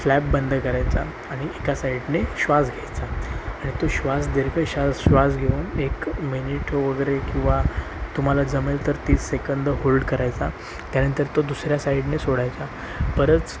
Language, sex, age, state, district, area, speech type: Marathi, male, 18-30, Maharashtra, Sindhudurg, rural, spontaneous